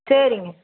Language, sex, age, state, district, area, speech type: Tamil, female, 60+, Tamil Nadu, Viluppuram, rural, conversation